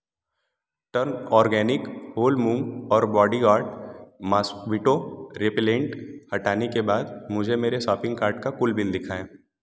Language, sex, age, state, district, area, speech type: Hindi, male, 18-30, Uttar Pradesh, Varanasi, rural, read